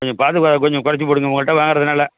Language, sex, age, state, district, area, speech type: Tamil, male, 60+, Tamil Nadu, Thanjavur, rural, conversation